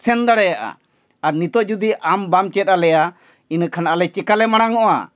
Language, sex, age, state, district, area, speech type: Santali, male, 45-60, Jharkhand, Bokaro, rural, spontaneous